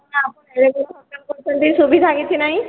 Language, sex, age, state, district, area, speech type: Odia, female, 45-60, Odisha, Sambalpur, rural, conversation